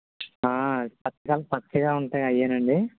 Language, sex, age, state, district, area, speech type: Telugu, male, 18-30, Andhra Pradesh, N T Rama Rao, urban, conversation